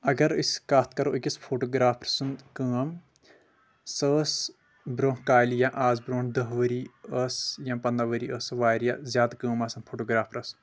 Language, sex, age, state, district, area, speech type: Kashmiri, male, 18-30, Jammu and Kashmir, Shopian, urban, spontaneous